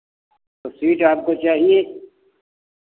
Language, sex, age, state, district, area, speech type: Hindi, male, 60+, Uttar Pradesh, Lucknow, rural, conversation